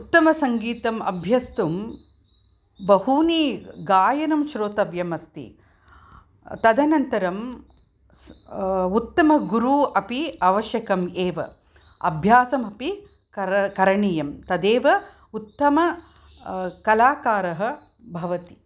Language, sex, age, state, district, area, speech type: Sanskrit, female, 60+, Karnataka, Mysore, urban, spontaneous